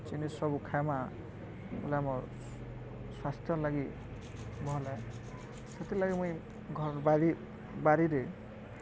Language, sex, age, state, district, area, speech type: Odia, male, 45-60, Odisha, Balangir, urban, spontaneous